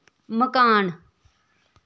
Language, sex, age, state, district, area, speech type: Dogri, female, 30-45, Jammu and Kashmir, Samba, urban, read